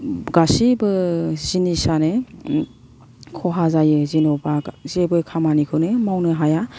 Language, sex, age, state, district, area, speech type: Bodo, female, 45-60, Assam, Kokrajhar, urban, spontaneous